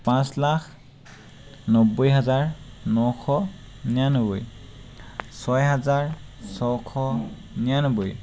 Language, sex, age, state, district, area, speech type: Assamese, male, 18-30, Assam, Tinsukia, urban, spontaneous